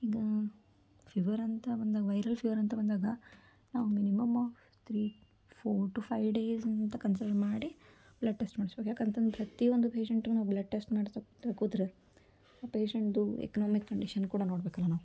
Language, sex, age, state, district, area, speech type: Kannada, female, 18-30, Karnataka, Koppal, urban, spontaneous